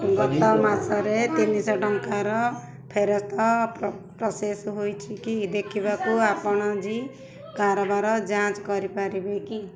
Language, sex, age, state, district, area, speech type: Odia, female, 45-60, Odisha, Ganjam, urban, read